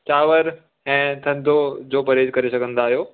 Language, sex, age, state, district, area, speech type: Sindhi, male, 18-30, Delhi, South Delhi, urban, conversation